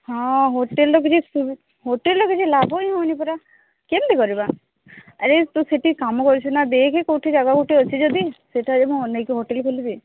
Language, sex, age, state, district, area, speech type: Odia, female, 30-45, Odisha, Sambalpur, rural, conversation